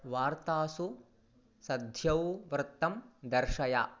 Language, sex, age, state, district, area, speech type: Sanskrit, male, 30-45, Telangana, Ranga Reddy, urban, read